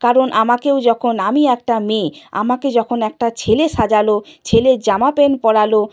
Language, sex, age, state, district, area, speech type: Bengali, female, 60+, West Bengal, Purba Medinipur, rural, spontaneous